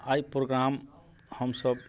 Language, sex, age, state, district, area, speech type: Maithili, male, 45-60, Bihar, Muzaffarpur, urban, spontaneous